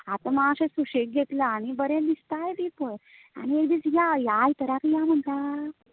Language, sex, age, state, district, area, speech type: Goan Konkani, female, 30-45, Goa, Canacona, rural, conversation